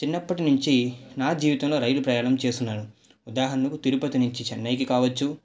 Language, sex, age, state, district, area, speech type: Telugu, male, 18-30, Andhra Pradesh, Nellore, urban, spontaneous